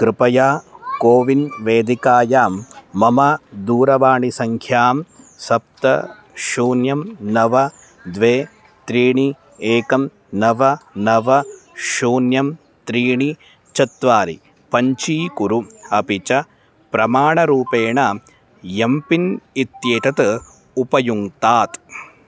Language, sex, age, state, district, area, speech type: Sanskrit, male, 18-30, Karnataka, Bangalore Rural, urban, read